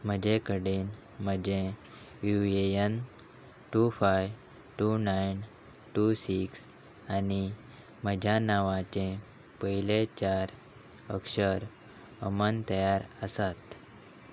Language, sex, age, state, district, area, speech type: Goan Konkani, male, 30-45, Goa, Quepem, rural, read